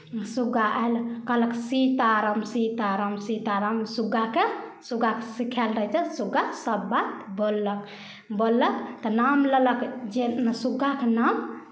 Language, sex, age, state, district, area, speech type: Maithili, female, 18-30, Bihar, Samastipur, rural, spontaneous